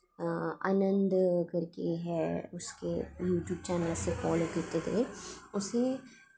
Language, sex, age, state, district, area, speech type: Dogri, female, 30-45, Jammu and Kashmir, Jammu, urban, spontaneous